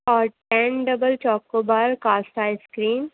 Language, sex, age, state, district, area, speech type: Urdu, female, 18-30, Uttar Pradesh, Aligarh, urban, conversation